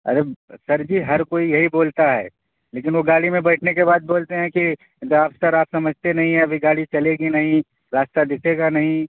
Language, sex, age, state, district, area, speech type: Urdu, male, 30-45, Uttar Pradesh, Balrampur, rural, conversation